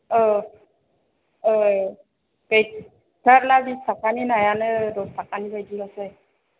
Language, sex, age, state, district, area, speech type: Bodo, female, 30-45, Assam, Chirang, urban, conversation